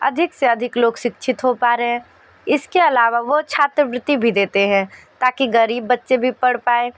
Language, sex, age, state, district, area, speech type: Hindi, female, 45-60, Uttar Pradesh, Sonbhadra, rural, spontaneous